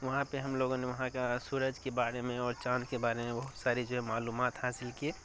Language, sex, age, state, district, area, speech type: Urdu, male, 18-30, Bihar, Darbhanga, rural, spontaneous